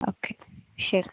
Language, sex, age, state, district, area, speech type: Malayalam, female, 18-30, Kerala, Ernakulam, urban, conversation